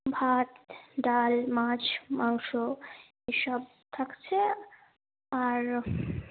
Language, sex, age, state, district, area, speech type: Bengali, female, 18-30, West Bengal, Paschim Bardhaman, urban, conversation